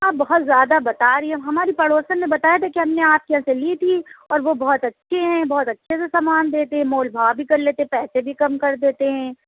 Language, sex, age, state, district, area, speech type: Urdu, female, 45-60, Uttar Pradesh, Lucknow, rural, conversation